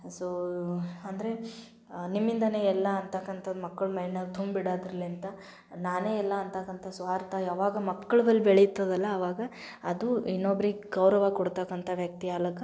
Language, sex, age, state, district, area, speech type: Kannada, female, 18-30, Karnataka, Gulbarga, urban, spontaneous